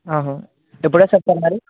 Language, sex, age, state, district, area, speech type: Telugu, male, 18-30, Telangana, Nalgonda, urban, conversation